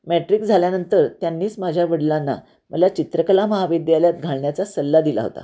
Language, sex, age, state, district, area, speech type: Marathi, female, 60+, Maharashtra, Nashik, urban, spontaneous